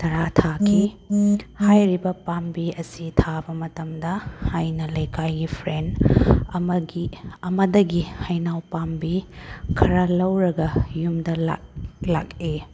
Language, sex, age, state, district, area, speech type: Manipuri, female, 18-30, Manipur, Chandel, rural, spontaneous